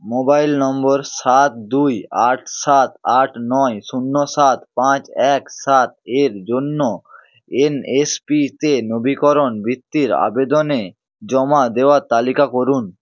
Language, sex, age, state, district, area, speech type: Bengali, male, 18-30, West Bengal, Hooghly, urban, read